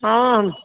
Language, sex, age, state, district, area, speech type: Maithili, female, 30-45, Bihar, Madhubani, urban, conversation